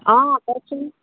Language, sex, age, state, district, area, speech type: Assamese, female, 45-60, Assam, Jorhat, urban, conversation